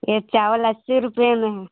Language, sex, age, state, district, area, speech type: Hindi, female, 45-60, Uttar Pradesh, Lucknow, rural, conversation